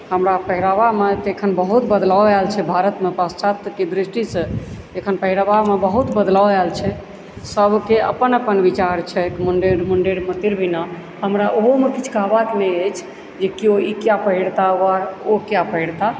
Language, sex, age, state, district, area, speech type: Maithili, female, 45-60, Bihar, Supaul, rural, spontaneous